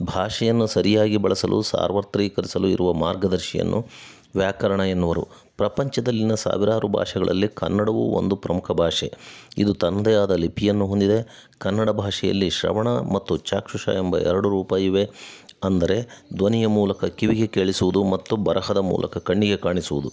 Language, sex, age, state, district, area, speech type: Kannada, male, 60+, Karnataka, Chitradurga, rural, spontaneous